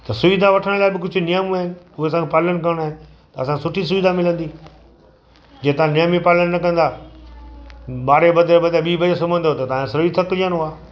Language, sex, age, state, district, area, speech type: Sindhi, male, 60+, Gujarat, Kutch, urban, spontaneous